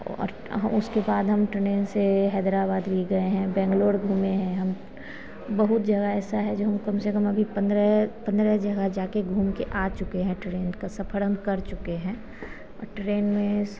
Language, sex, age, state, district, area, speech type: Hindi, female, 30-45, Bihar, Begusarai, rural, spontaneous